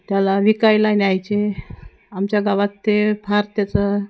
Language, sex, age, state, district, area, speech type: Marathi, female, 60+, Maharashtra, Wardha, rural, spontaneous